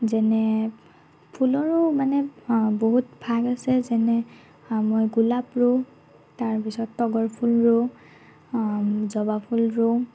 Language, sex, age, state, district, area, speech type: Assamese, female, 30-45, Assam, Morigaon, rural, spontaneous